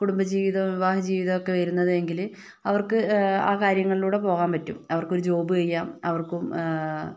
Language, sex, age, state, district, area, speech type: Malayalam, female, 30-45, Kerala, Wayanad, rural, spontaneous